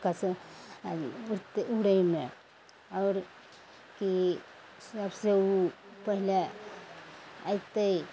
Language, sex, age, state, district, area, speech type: Maithili, female, 60+, Bihar, Araria, rural, spontaneous